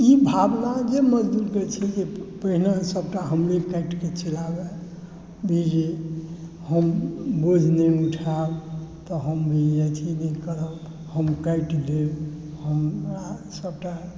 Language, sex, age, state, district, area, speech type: Maithili, male, 60+, Bihar, Supaul, rural, spontaneous